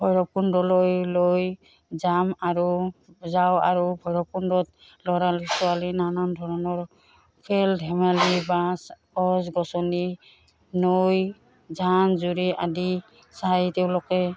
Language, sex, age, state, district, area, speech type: Assamese, female, 45-60, Assam, Udalguri, rural, spontaneous